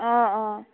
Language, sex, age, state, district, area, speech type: Assamese, female, 18-30, Assam, Sivasagar, rural, conversation